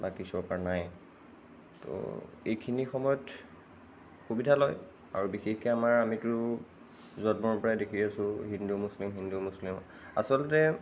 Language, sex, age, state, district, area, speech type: Assamese, male, 45-60, Assam, Nagaon, rural, spontaneous